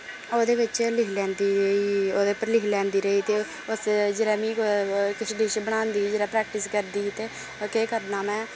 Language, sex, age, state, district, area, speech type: Dogri, female, 18-30, Jammu and Kashmir, Samba, rural, spontaneous